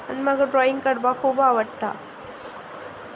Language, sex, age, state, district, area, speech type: Goan Konkani, female, 18-30, Goa, Sanguem, rural, spontaneous